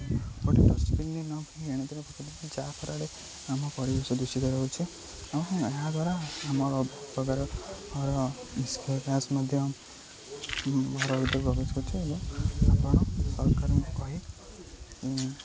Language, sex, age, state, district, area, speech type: Odia, male, 18-30, Odisha, Jagatsinghpur, rural, spontaneous